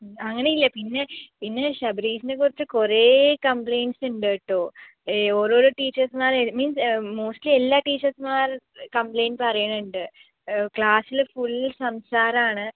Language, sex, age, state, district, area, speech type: Malayalam, female, 18-30, Kerala, Palakkad, rural, conversation